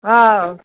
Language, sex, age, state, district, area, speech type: Sindhi, female, 60+, Gujarat, Kutch, urban, conversation